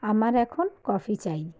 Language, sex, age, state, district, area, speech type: Bengali, female, 45-60, West Bengal, South 24 Parganas, rural, read